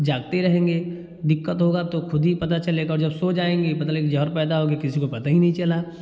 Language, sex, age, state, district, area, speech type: Hindi, male, 30-45, Uttar Pradesh, Jaunpur, rural, spontaneous